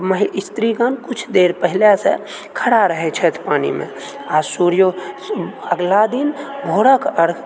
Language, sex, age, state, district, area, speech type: Maithili, male, 30-45, Bihar, Purnia, rural, spontaneous